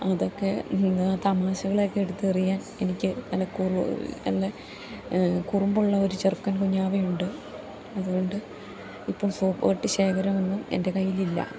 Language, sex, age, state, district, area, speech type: Malayalam, female, 30-45, Kerala, Idukki, rural, spontaneous